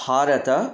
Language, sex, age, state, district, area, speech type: Sanskrit, male, 45-60, Karnataka, Bidar, urban, spontaneous